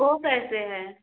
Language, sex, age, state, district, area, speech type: Hindi, female, 30-45, Uttar Pradesh, Chandauli, urban, conversation